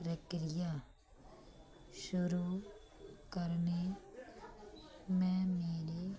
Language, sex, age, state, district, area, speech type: Hindi, female, 45-60, Madhya Pradesh, Narsinghpur, rural, read